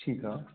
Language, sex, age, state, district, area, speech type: Sindhi, male, 30-45, Uttar Pradesh, Lucknow, urban, conversation